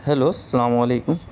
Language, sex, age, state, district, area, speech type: Urdu, male, 18-30, Bihar, Gaya, urban, spontaneous